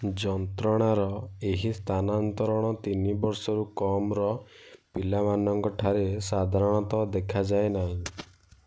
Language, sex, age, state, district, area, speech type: Odia, male, 18-30, Odisha, Kendujhar, urban, read